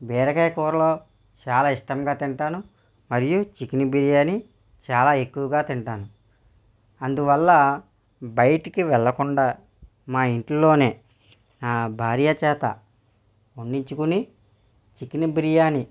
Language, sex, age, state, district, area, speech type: Telugu, male, 45-60, Andhra Pradesh, East Godavari, rural, spontaneous